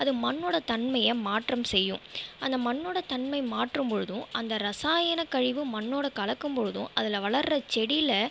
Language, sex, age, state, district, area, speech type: Tamil, female, 18-30, Tamil Nadu, Viluppuram, rural, spontaneous